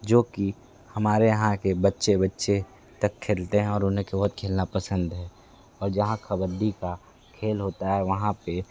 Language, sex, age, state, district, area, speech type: Hindi, male, 30-45, Uttar Pradesh, Sonbhadra, rural, spontaneous